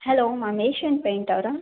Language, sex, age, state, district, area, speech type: Kannada, female, 18-30, Karnataka, Hassan, rural, conversation